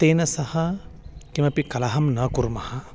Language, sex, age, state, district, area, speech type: Sanskrit, male, 30-45, Karnataka, Uttara Kannada, urban, spontaneous